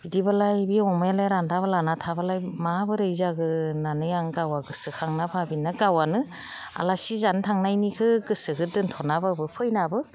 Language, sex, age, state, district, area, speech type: Bodo, female, 45-60, Assam, Udalguri, rural, spontaneous